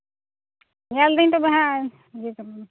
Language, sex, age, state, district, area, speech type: Santali, female, 18-30, West Bengal, Purulia, rural, conversation